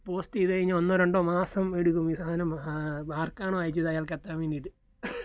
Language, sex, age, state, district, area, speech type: Malayalam, male, 18-30, Kerala, Alappuzha, rural, spontaneous